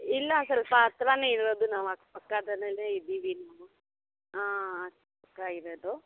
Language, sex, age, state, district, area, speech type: Kannada, female, 18-30, Karnataka, Bangalore Rural, rural, conversation